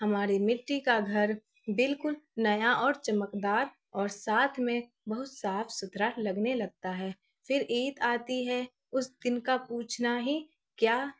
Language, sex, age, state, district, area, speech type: Urdu, female, 18-30, Bihar, Araria, rural, spontaneous